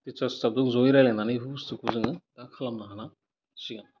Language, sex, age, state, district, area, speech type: Bodo, male, 18-30, Assam, Udalguri, urban, spontaneous